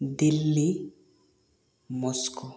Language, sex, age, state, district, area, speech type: Assamese, male, 18-30, Assam, Nagaon, rural, spontaneous